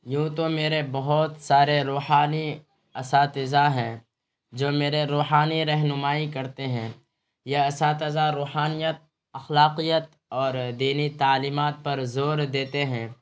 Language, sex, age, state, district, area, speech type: Urdu, male, 30-45, Bihar, Araria, rural, spontaneous